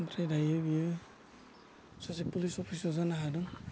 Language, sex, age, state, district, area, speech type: Bodo, male, 18-30, Assam, Udalguri, urban, spontaneous